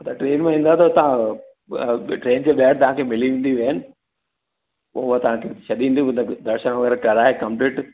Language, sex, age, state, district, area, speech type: Sindhi, male, 60+, Rajasthan, Ajmer, urban, conversation